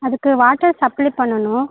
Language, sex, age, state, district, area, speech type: Tamil, female, 45-60, Tamil Nadu, Tiruchirappalli, rural, conversation